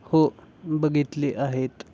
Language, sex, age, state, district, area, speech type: Marathi, male, 18-30, Maharashtra, Satara, rural, read